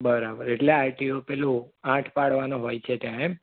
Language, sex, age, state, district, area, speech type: Gujarati, male, 18-30, Gujarat, Anand, urban, conversation